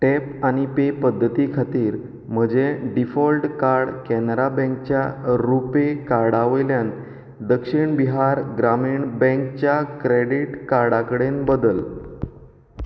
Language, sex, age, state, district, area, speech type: Goan Konkani, male, 30-45, Goa, Canacona, rural, read